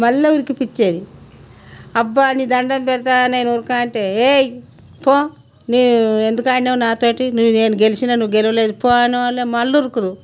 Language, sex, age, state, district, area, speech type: Telugu, female, 60+, Telangana, Peddapalli, rural, spontaneous